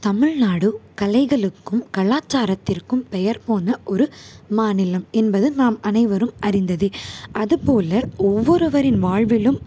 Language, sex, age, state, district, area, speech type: Tamil, female, 18-30, Tamil Nadu, Salem, urban, spontaneous